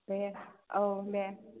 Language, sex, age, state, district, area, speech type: Bodo, female, 18-30, Assam, Kokrajhar, rural, conversation